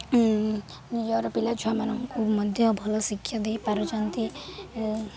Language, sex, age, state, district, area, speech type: Odia, female, 18-30, Odisha, Balangir, urban, spontaneous